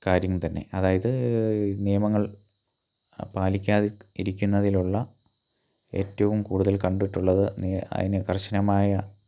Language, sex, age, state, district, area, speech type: Malayalam, male, 30-45, Kerala, Pathanamthitta, rural, spontaneous